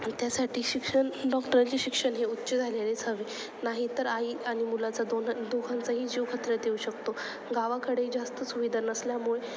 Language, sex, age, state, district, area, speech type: Marathi, female, 18-30, Maharashtra, Ahmednagar, urban, spontaneous